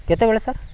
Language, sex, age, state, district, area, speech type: Odia, male, 45-60, Odisha, Nabarangpur, rural, spontaneous